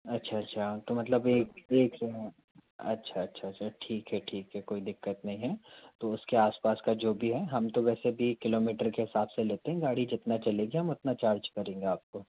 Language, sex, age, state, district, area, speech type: Hindi, male, 45-60, Madhya Pradesh, Bhopal, urban, conversation